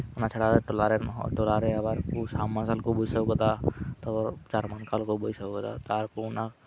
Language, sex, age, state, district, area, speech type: Santali, male, 18-30, West Bengal, Birbhum, rural, spontaneous